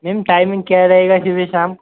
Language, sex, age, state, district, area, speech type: Hindi, male, 18-30, Madhya Pradesh, Harda, urban, conversation